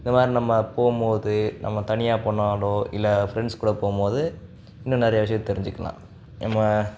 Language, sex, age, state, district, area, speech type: Tamil, male, 18-30, Tamil Nadu, Sivaganga, rural, spontaneous